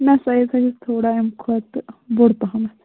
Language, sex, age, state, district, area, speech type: Kashmiri, female, 18-30, Jammu and Kashmir, Shopian, rural, conversation